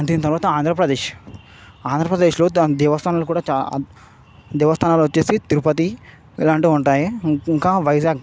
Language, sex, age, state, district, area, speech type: Telugu, male, 18-30, Telangana, Hyderabad, urban, spontaneous